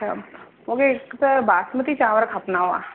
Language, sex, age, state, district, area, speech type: Sindhi, female, 30-45, Rajasthan, Ajmer, urban, conversation